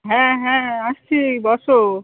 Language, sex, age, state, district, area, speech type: Bengali, female, 45-60, West Bengal, Hooghly, rural, conversation